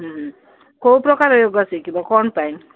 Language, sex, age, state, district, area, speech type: Odia, female, 60+, Odisha, Gajapati, rural, conversation